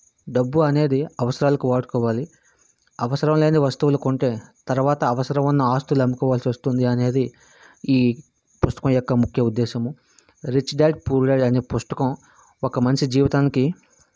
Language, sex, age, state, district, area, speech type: Telugu, male, 30-45, Andhra Pradesh, Vizianagaram, urban, spontaneous